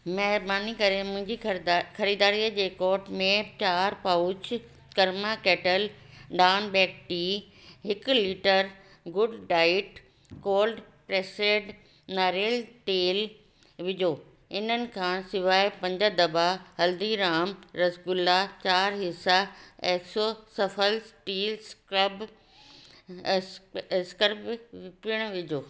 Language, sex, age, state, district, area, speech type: Sindhi, female, 60+, Delhi, South Delhi, urban, read